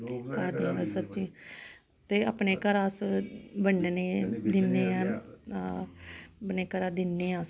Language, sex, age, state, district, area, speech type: Dogri, female, 30-45, Jammu and Kashmir, Samba, urban, spontaneous